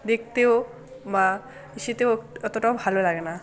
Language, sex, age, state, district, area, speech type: Bengali, female, 18-30, West Bengal, Jalpaiguri, rural, spontaneous